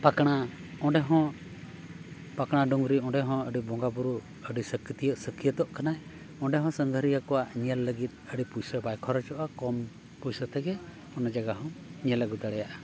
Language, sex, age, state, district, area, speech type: Santali, male, 45-60, Odisha, Mayurbhanj, rural, spontaneous